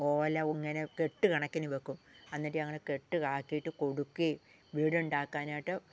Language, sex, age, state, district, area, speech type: Malayalam, female, 60+, Kerala, Wayanad, rural, spontaneous